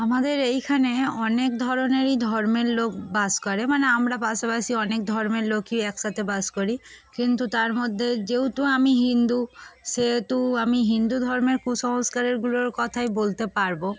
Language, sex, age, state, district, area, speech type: Bengali, female, 18-30, West Bengal, Darjeeling, urban, spontaneous